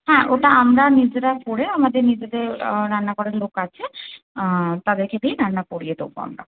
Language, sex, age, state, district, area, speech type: Bengali, female, 18-30, West Bengal, Kolkata, urban, conversation